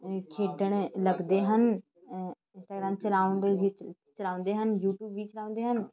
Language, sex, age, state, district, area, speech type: Punjabi, female, 18-30, Punjab, Shaheed Bhagat Singh Nagar, rural, spontaneous